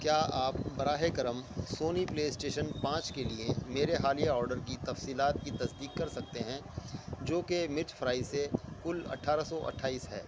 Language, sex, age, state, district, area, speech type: Urdu, male, 45-60, Delhi, East Delhi, urban, read